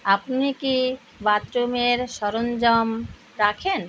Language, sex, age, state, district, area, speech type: Bengali, female, 60+, West Bengal, Kolkata, urban, read